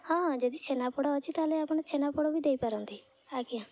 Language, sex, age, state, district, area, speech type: Odia, female, 18-30, Odisha, Jagatsinghpur, rural, spontaneous